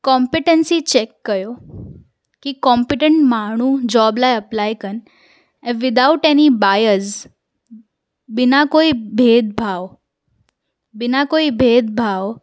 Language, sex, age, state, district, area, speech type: Sindhi, female, 18-30, Gujarat, Surat, urban, spontaneous